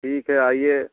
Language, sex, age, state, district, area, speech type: Hindi, male, 30-45, Uttar Pradesh, Bhadohi, rural, conversation